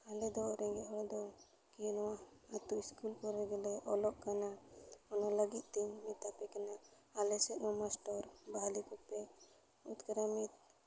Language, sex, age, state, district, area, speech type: Santali, female, 18-30, Jharkhand, Seraikela Kharsawan, rural, spontaneous